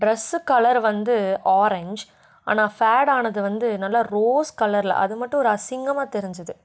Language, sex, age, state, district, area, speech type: Tamil, female, 18-30, Tamil Nadu, Coimbatore, rural, spontaneous